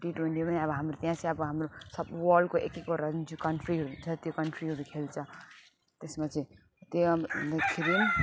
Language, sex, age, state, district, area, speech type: Nepali, female, 30-45, West Bengal, Alipurduar, urban, spontaneous